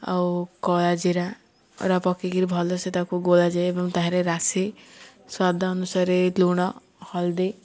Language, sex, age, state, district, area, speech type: Odia, female, 18-30, Odisha, Ganjam, urban, spontaneous